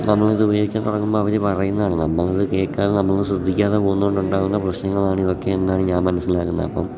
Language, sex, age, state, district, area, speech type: Malayalam, male, 18-30, Kerala, Idukki, rural, spontaneous